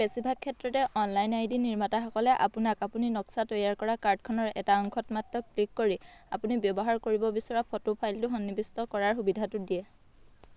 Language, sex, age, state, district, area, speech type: Assamese, female, 18-30, Assam, Dhemaji, rural, read